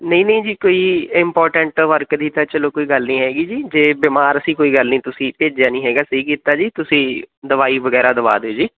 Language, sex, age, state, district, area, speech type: Punjabi, male, 18-30, Punjab, Fatehgarh Sahib, rural, conversation